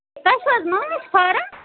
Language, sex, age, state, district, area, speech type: Kashmiri, female, 18-30, Jammu and Kashmir, Budgam, rural, conversation